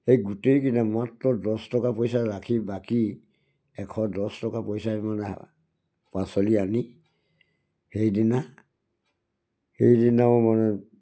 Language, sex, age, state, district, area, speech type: Assamese, male, 60+, Assam, Charaideo, rural, spontaneous